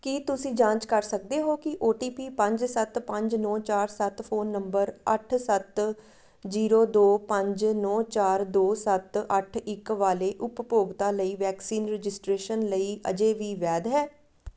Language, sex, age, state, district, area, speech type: Punjabi, female, 30-45, Punjab, Amritsar, rural, read